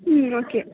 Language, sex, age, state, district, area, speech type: Tamil, female, 18-30, Tamil Nadu, Mayiladuthurai, urban, conversation